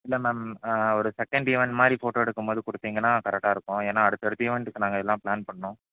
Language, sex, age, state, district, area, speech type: Tamil, male, 18-30, Tamil Nadu, Nilgiris, rural, conversation